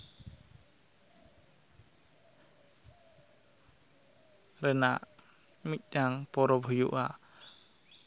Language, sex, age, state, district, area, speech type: Santali, male, 18-30, West Bengal, Purulia, rural, spontaneous